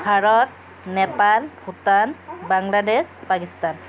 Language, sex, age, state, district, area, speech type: Assamese, female, 18-30, Assam, Kamrup Metropolitan, urban, spontaneous